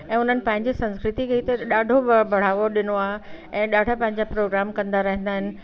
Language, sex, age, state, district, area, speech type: Sindhi, female, 60+, Delhi, South Delhi, urban, spontaneous